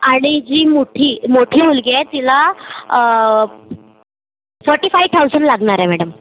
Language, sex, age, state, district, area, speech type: Marathi, female, 30-45, Maharashtra, Nagpur, rural, conversation